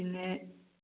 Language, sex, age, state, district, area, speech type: Malayalam, male, 18-30, Kerala, Malappuram, rural, conversation